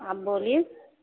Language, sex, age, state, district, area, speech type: Urdu, female, 30-45, Uttar Pradesh, Ghaziabad, urban, conversation